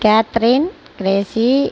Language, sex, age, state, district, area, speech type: Tamil, female, 45-60, Tamil Nadu, Tiruchirappalli, rural, spontaneous